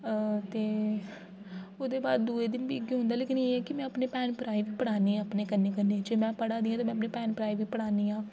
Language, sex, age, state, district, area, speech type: Dogri, female, 18-30, Jammu and Kashmir, Jammu, rural, spontaneous